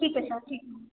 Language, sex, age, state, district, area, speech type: Hindi, female, 18-30, Uttar Pradesh, Bhadohi, rural, conversation